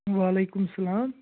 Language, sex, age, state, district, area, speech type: Kashmiri, female, 18-30, Jammu and Kashmir, Anantnag, rural, conversation